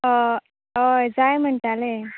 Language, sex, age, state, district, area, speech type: Goan Konkani, female, 18-30, Goa, Canacona, rural, conversation